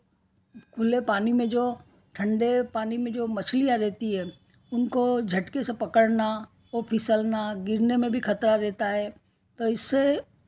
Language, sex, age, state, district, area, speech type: Hindi, female, 60+, Madhya Pradesh, Ujjain, urban, spontaneous